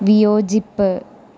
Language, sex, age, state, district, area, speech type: Malayalam, female, 18-30, Kerala, Thrissur, rural, read